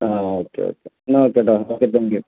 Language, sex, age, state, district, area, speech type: Malayalam, male, 18-30, Kerala, Kozhikode, rural, conversation